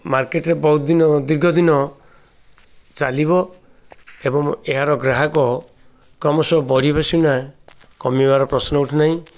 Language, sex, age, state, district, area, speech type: Odia, male, 60+, Odisha, Ganjam, urban, spontaneous